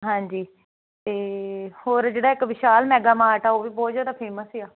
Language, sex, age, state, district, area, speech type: Punjabi, female, 18-30, Punjab, Hoshiarpur, rural, conversation